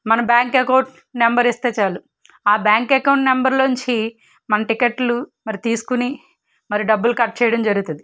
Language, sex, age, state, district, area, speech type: Telugu, female, 18-30, Andhra Pradesh, Guntur, rural, spontaneous